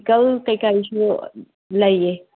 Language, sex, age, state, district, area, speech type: Manipuri, female, 30-45, Manipur, Kangpokpi, urban, conversation